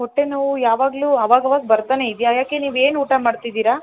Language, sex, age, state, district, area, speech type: Kannada, female, 18-30, Karnataka, Mandya, urban, conversation